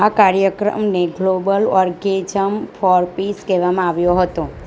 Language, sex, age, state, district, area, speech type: Gujarati, female, 30-45, Gujarat, Surat, rural, read